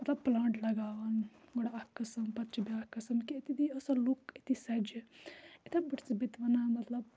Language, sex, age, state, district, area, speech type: Kashmiri, female, 18-30, Jammu and Kashmir, Kupwara, rural, spontaneous